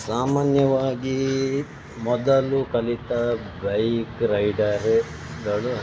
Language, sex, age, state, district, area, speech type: Kannada, male, 30-45, Karnataka, Dakshina Kannada, rural, spontaneous